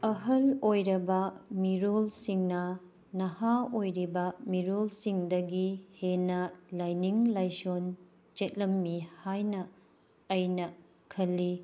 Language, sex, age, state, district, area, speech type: Manipuri, female, 30-45, Manipur, Tengnoupal, rural, spontaneous